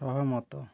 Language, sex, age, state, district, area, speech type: Odia, male, 45-60, Odisha, Malkangiri, urban, read